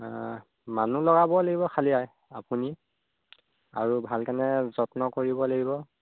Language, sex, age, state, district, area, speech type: Assamese, male, 18-30, Assam, Sivasagar, rural, conversation